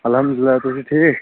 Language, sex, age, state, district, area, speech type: Kashmiri, male, 30-45, Jammu and Kashmir, Kulgam, rural, conversation